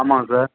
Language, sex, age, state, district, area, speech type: Tamil, male, 30-45, Tamil Nadu, Kallakurichi, urban, conversation